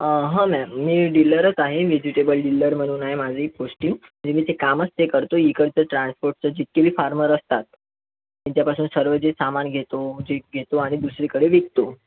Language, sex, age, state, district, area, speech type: Marathi, male, 45-60, Maharashtra, Yavatmal, urban, conversation